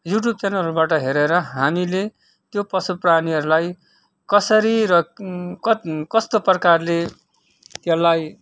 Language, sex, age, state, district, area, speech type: Nepali, male, 45-60, West Bengal, Kalimpong, rural, spontaneous